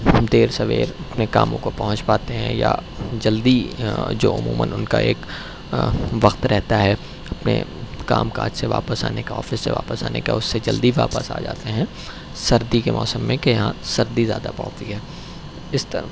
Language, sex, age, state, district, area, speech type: Urdu, male, 18-30, Uttar Pradesh, Shahjahanpur, urban, spontaneous